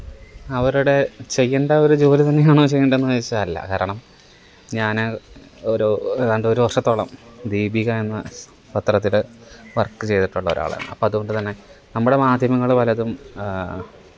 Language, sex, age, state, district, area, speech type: Malayalam, male, 18-30, Kerala, Kollam, rural, spontaneous